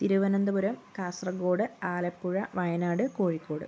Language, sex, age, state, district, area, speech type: Malayalam, female, 45-60, Kerala, Wayanad, rural, spontaneous